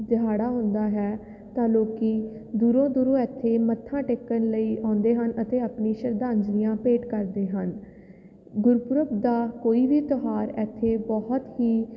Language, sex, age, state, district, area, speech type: Punjabi, female, 18-30, Punjab, Fatehgarh Sahib, urban, spontaneous